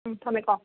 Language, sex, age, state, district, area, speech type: Manipuri, female, 30-45, Manipur, Imphal West, rural, conversation